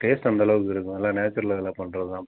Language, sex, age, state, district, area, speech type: Tamil, male, 45-60, Tamil Nadu, Virudhunagar, rural, conversation